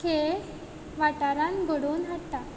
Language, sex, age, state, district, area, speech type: Goan Konkani, female, 18-30, Goa, Quepem, rural, spontaneous